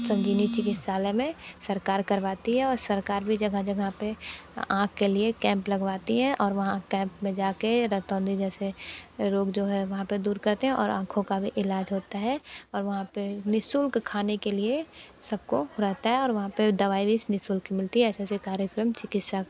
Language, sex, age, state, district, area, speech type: Hindi, female, 60+, Uttar Pradesh, Sonbhadra, rural, spontaneous